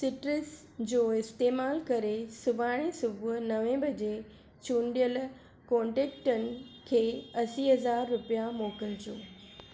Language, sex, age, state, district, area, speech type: Sindhi, female, 60+, Maharashtra, Thane, urban, read